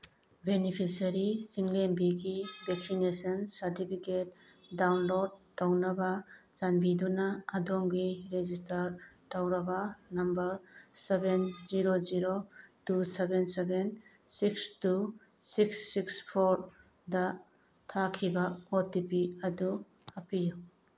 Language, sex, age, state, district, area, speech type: Manipuri, female, 45-60, Manipur, Tengnoupal, urban, read